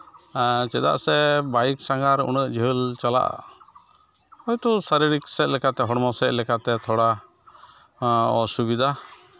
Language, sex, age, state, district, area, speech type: Santali, male, 60+, West Bengal, Malda, rural, spontaneous